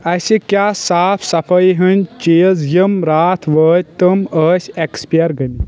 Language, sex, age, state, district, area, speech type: Kashmiri, male, 18-30, Jammu and Kashmir, Kulgam, urban, read